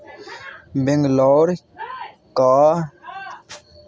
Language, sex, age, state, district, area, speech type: Maithili, male, 18-30, Bihar, Madhubani, rural, read